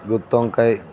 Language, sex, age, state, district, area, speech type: Telugu, male, 30-45, Andhra Pradesh, Bapatla, rural, spontaneous